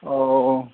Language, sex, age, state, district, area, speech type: Bodo, male, 45-60, Assam, Chirang, urban, conversation